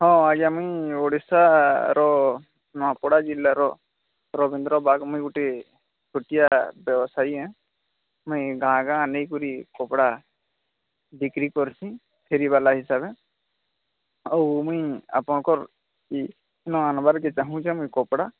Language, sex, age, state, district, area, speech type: Odia, male, 45-60, Odisha, Nuapada, urban, conversation